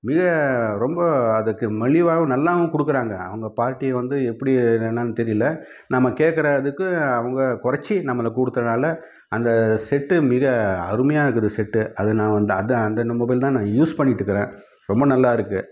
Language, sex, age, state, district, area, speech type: Tamil, male, 30-45, Tamil Nadu, Krishnagiri, urban, spontaneous